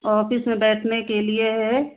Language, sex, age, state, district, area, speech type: Hindi, female, 60+, Uttar Pradesh, Ayodhya, rural, conversation